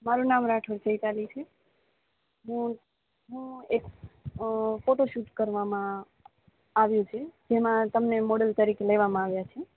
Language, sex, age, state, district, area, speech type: Gujarati, female, 18-30, Gujarat, Rajkot, rural, conversation